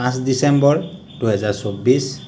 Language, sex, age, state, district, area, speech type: Assamese, male, 30-45, Assam, Jorhat, urban, spontaneous